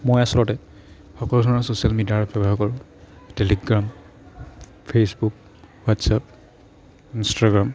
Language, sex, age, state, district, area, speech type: Assamese, male, 45-60, Assam, Morigaon, rural, spontaneous